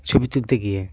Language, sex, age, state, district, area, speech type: Bengali, male, 18-30, West Bengal, Cooch Behar, urban, spontaneous